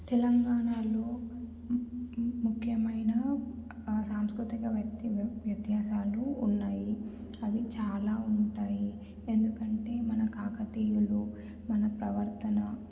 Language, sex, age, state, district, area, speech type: Telugu, female, 18-30, Telangana, Medak, urban, spontaneous